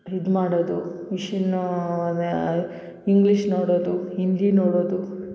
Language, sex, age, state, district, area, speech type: Kannada, female, 30-45, Karnataka, Hassan, urban, spontaneous